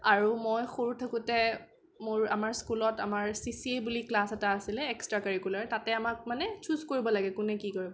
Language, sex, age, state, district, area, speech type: Assamese, female, 18-30, Assam, Kamrup Metropolitan, urban, spontaneous